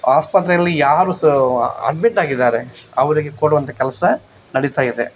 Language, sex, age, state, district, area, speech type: Kannada, male, 45-60, Karnataka, Dakshina Kannada, rural, spontaneous